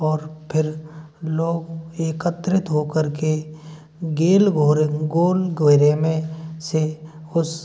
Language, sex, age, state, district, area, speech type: Hindi, male, 18-30, Rajasthan, Bharatpur, rural, spontaneous